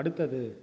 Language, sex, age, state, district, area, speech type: Tamil, male, 30-45, Tamil Nadu, Viluppuram, urban, read